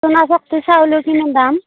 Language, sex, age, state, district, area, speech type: Assamese, female, 45-60, Assam, Darrang, rural, conversation